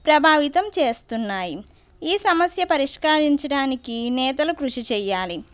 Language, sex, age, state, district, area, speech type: Telugu, female, 45-60, Andhra Pradesh, Konaseema, urban, spontaneous